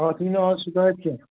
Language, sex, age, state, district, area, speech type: Kashmiri, male, 30-45, Jammu and Kashmir, Srinagar, rural, conversation